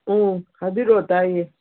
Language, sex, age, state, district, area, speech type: Manipuri, female, 45-60, Manipur, Imphal East, rural, conversation